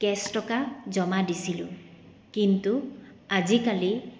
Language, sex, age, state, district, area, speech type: Assamese, female, 30-45, Assam, Kamrup Metropolitan, urban, spontaneous